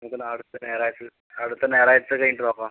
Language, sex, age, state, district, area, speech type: Malayalam, male, 30-45, Kerala, Palakkad, rural, conversation